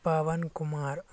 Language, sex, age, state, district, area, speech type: Kannada, male, 45-60, Karnataka, Bangalore Rural, rural, spontaneous